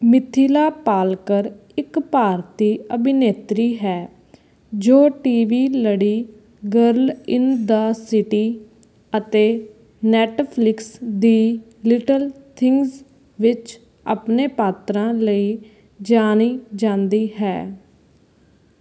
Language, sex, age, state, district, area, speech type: Punjabi, female, 18-30, Punjab, Fazilka, rural, read